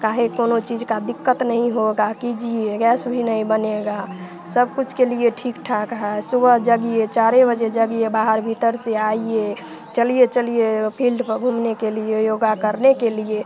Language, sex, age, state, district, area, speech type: Hindi, female, 30-45, Bihar, Madhepura, rural, spontaneous